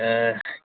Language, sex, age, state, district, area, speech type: Manipuri, male, 60+, Manipur, Kangpokpi, urban, conversation